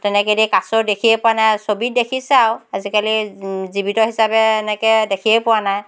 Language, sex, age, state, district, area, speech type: Assamese, female, 60+, Assam, Dhemaji, rural, spontaneous